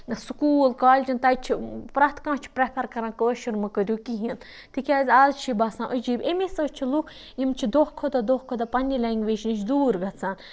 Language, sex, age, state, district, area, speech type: Kashmiri, female, 30-45, Jammu and Kashmir, Budgam, rural, spontaneous